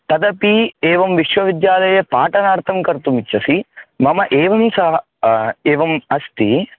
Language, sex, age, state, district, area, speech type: Sanskrit, male, 18-30, Andhra Pradesh, Chittoor, urban, conversation